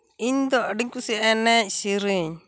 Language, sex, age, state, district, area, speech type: Santali, female, 45-60, West Bengal, Purulia, rural, spontaneous